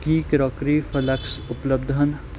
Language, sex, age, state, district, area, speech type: Punjabi, male, 18-30, Punjab, Kapurthala, rural, read